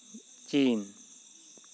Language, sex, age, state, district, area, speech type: Santali, male, 30-45, West Bengal, Bankura, rural, spontaneous